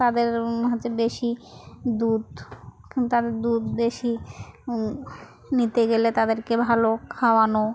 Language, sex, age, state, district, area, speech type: Bengali, female, 18-30, West Bengal, Birbhum, urban, spontaneous